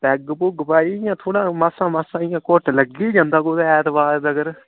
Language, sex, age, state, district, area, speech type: Dogri, male, 30-45, Jammu and Kashmir, Udhampur, rural, conversation